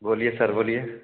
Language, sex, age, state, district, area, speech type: Hindi, male, 18-30, Bihar, Samastipur, rural, conversation